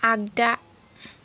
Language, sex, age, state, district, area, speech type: Bodo, female, 30-45, Assam, Kokrajhar, rural, read